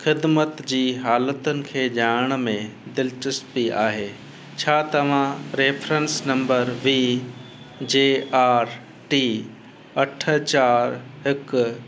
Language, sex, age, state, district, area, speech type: Sindhi, male, 45-60, Gujarat, Kutch, urban, read